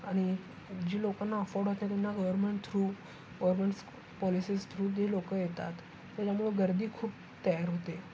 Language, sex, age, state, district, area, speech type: Marathi, male, 18-30, Maharashtra, Sangli, urban, spontaneous